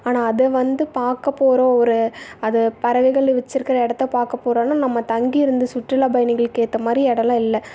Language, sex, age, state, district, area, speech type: Tamil, female, 18-30, Tamil Nadu, Tiruvallur, urban, spontaneous